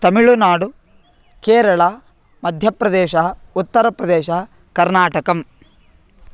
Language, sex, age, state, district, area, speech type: Sanskrit, male, 18-30, Karnataka, Vijayapura, rural, spontaneous